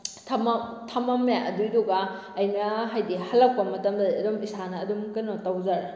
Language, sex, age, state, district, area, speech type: Manipuri, female, 18-30, Manipur, Kakching, rural, spontaneous